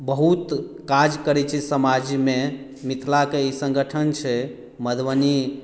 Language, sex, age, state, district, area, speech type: Maithili, male, 18-30, Bihar, Madhubani, rural, spontaneous